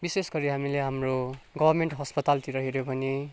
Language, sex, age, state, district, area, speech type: Nepali, male, 18-30, West Bengal, Kalimpong, urban, spontaneous